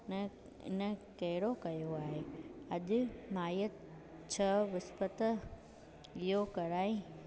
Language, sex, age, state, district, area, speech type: Sindhi, female, 30-45, Gujarat, Junagadh, urban, spontaneous